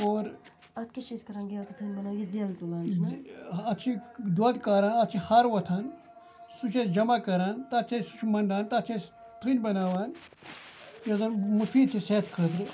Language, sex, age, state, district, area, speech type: Kashmiri, male, 45-60, Jammu and Kashmir, Ganderbal, rural, spontaneous